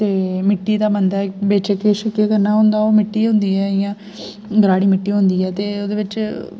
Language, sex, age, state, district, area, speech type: Dogri, female, 18-30, Jammu and Kashmir, Jammu, rural, spontaneous